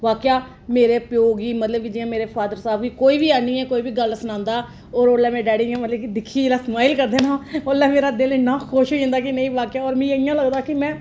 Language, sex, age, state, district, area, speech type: Dogri, female, 30-45, Jammu and Kashmir, Reasi, urban, spontaneous